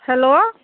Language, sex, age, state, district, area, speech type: Assamese, female, 45-60, Assam, Dhemaji, rural, conversation